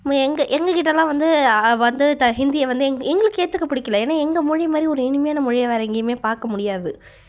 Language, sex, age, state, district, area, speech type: Tamil, female, 45-60, Tamil Nadu, Cuddalore, urban, spontaneous